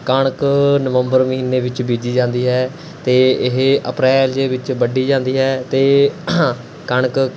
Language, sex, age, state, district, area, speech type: Punjabi, male, 18-30, Punjab, Mohali, rural, spontaneous